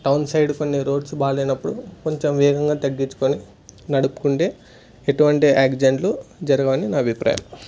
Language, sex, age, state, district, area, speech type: Telugu, male, 18-30, Andhra Pradesh, Sri Satya Sai, urban, spontaneous